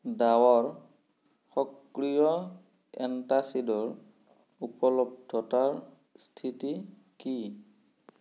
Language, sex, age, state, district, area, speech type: Assamese, male, 30-45, Assam, Sonitpur, rural, read